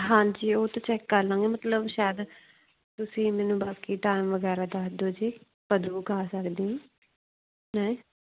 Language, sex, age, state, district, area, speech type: Punjabi, female, 30-45, Punjab, Muktsar, rural, conversation